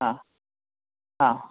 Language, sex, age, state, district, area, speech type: Sanskrit, male, 45-60, Karnataka, Bangalore Urban, urban, conversation